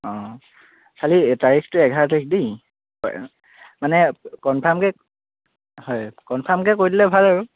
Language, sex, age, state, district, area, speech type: Assamese, male, 18-30, Assam, Dhemaji, urban, conversation